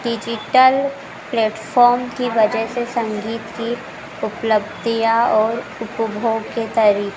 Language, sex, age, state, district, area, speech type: Hindi, female, 18-30, Madhya Pradesh, Harda, urban, spontaneous